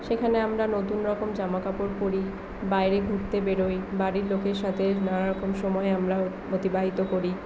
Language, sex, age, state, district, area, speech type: Bengali, female, 45-60, West Bengal, Purulia, urban, spontaneous